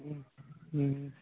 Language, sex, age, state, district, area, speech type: Hindi, male, 30-45, Bihar, Darbhanga, rural, conversation